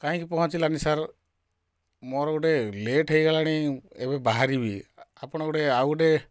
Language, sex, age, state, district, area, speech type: Odia, male, 45-60, Odisha, Kalahandi, rural, spontaneous